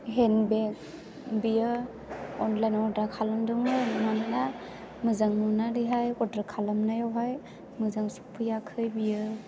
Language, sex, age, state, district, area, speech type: Bodo, female, 18-30, Assam, Chirang, rural, spontaneous